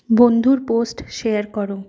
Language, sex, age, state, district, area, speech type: Bengali, female, 60+, West Bengal, Purulia, rural, read